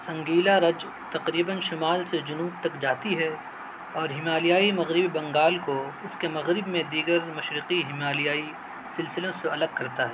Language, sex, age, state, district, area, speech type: Urdu, male, 18-30, Delhi, South Delhi, urban, read